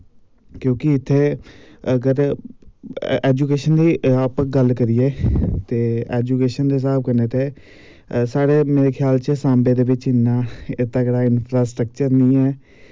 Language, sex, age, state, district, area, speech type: Dogri, male, 18-30, Jammu and Kashmir, Samba, urban, spontaneous